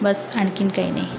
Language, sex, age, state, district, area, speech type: Marathi, female, 30-45, Maharashtra, Nagpur, urban, spontaneous